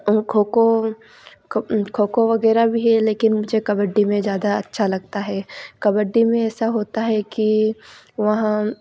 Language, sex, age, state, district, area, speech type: Hindi, female, 18-30, Madhya Pradesh, Ujjain, rural, spontaneous